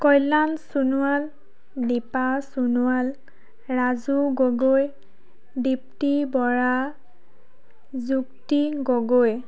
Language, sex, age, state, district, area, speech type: Assamese, female, 18-30, Assam, Dhemaji, rural, spontaneous